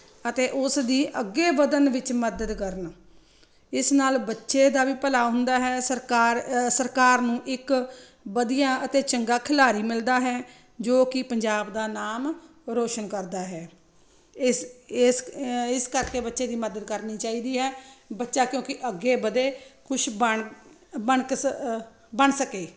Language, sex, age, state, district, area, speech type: Punjabi, female, 45-60, Punjab, Ludhiana, urban, spontaneous